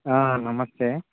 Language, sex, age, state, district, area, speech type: Telugu, male, 18-30, Telangana, Mancherial, rural, conversation